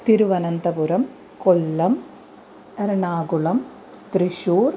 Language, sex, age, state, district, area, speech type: Sanskrit, female, 30-45, Kerala, Ernakulam, urban, spontaneous